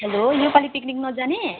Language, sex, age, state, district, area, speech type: Nepali, female, 30-45, West Bengal, Jalpaiguri, urban, conversation